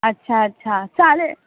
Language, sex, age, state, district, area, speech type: Marathi, female, 18-30, Maharashtra, Mumbai City, urban, conversation